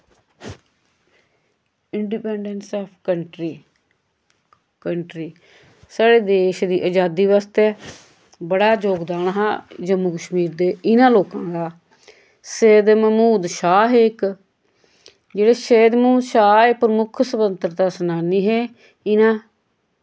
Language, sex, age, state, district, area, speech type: Dogri, female, 45-60, Jammu and Kashmir, Samba, rural, spontaneous